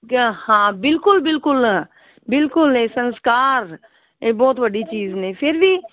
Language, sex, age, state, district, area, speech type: Punjabi, female, 60+, Punjab, Fazilka, rural, conversation